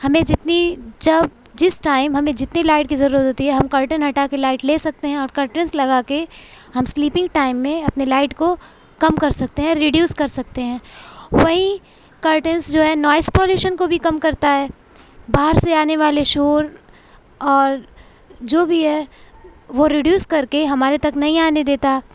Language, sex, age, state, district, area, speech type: Urdu, female, 18-30, Uttar Pradesh, Mau, urban, spontaneous